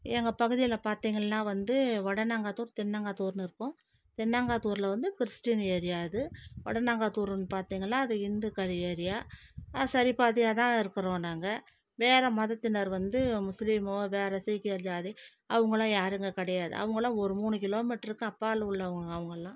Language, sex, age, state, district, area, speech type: Tamil, female, 45-60, Tamil Nadu, Viluppuram, rural, spontaneous